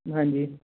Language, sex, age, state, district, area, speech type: Punjabi, male, 18-30, Punjab, Shaheed Bhagat Singh Nagar, urban, conversation